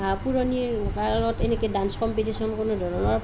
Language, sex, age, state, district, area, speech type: Assamese, female, 30-45, Assam, Nalbari, rural, spontaneous